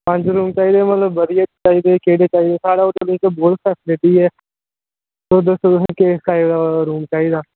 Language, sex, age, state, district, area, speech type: Dogri, male, 30-45, Jammu and Kashmir, Udhampur, rural, conversation